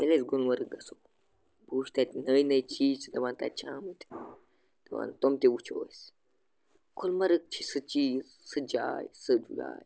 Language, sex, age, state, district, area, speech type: Kashmiri, male, 30-45, Jammu and Kashmir, Bandipora, rural, spontaneous